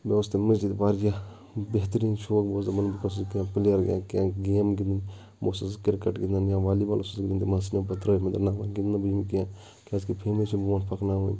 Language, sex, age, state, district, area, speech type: Kashmiri, male, 30-45, Jammu and Kashmir, Shopian, rural, spontaneous